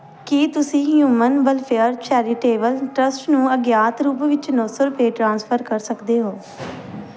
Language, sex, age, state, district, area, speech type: Punjabi, female, 18-30, Punjab, Pathankot, rural, read